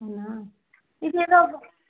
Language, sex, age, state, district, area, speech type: Telugu, female, 45-60, Andhra Pradesh, East Godavari, rural, conversation